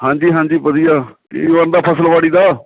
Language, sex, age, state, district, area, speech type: Punjabi, male, 30-45, Punjab, Barnala, rural, conversation